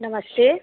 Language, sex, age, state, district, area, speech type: Hindi, female, 45-60, Uttar Pradesh, Azamgarh, rural, conversation